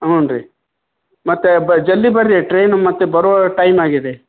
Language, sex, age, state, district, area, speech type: Kannada, male, 60+, Karnataka, Koppal, urban, conversation